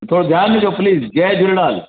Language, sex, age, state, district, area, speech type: Sindhi, male, 60+, Madhya Pradesh, Katni, urban, conversation